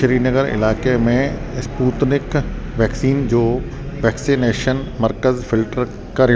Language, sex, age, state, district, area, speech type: Sindhi, male, 60+, Delhi, South Delhi, urban, read